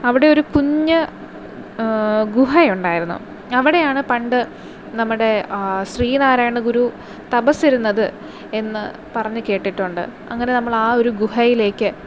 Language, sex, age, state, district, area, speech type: Malayalam, female, 18-30, Kerala, Thiruvananthapuram, urban, spontaneous